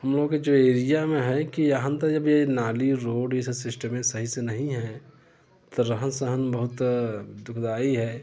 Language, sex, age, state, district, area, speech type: Hindi, male, 30-45, Uttar Pradesh, Prayagraj, rural, spontaneous